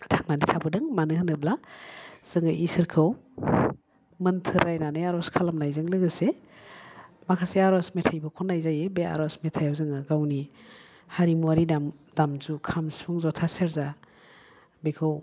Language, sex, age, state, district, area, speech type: Bodo, female, 45-60, Assam, Udalguri, urban, spontaneous